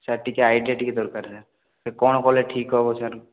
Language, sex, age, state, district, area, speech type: Odia, male, 18-30, Odisha, Rayagada, urban, conversation